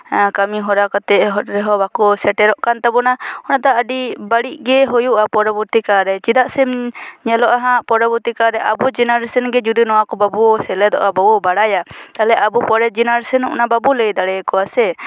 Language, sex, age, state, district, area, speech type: Santali, female, 18-30, West Bengal, Purba Bardhaman, rural, spontaneous